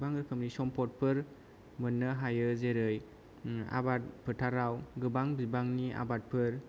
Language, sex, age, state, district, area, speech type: Bodo, male, 18-30, Assam, Kokrajhar, rural, spontaneous